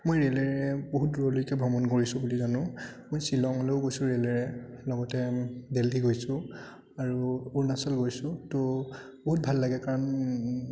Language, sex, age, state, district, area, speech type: Assamese, male, 30-45, Assam, Biswanath, rural, spontaneous